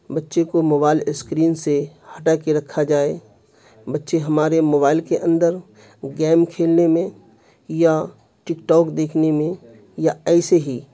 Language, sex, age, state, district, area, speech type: Urdu, male, 45-60, Bihar, Khagaria, urban, spontaneous